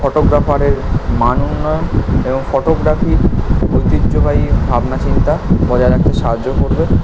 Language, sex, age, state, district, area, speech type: Bengali, male, 18-30, West Bengal, Kolkata, urban, spontaneous